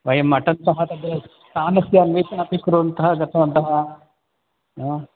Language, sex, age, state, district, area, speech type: Sanskrit, male, 45-60, Karnataka, Bangalore Urban, urban, conversation